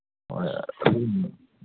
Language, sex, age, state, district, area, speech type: Manipuri, male, 30-45, Manipur, Kangpokpi, urban, conversation